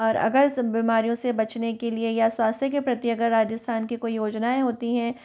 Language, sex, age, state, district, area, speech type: Hindi, female, 30-45, Rajasthan, Jaipur, urban, spontaneous